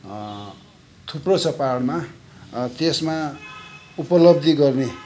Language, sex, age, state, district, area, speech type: Nepali, male, 60+, West Bengal, Kalimpong, rural, spontaneous